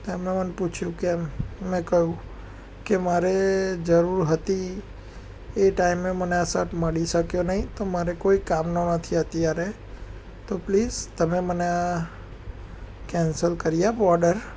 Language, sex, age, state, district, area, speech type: Gujarati, male, 18-30, Gujarat, Anand, urban, spontaneous